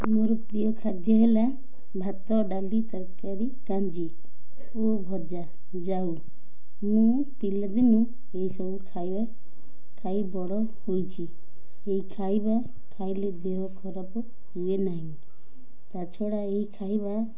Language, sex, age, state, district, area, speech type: Odia, female, 45-60, Odisha, Ganjam, urban, spontaneous